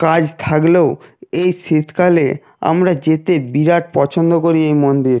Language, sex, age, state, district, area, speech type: Bengali, male, 30-45, West Bengal, Nadia, rural, spontaneous